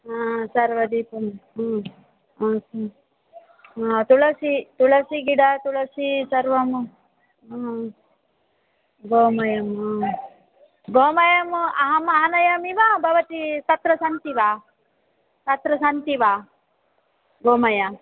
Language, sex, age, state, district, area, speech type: Sanskrit, female, 45-60, Karnataka, Dakshina Kannada, rural, conversation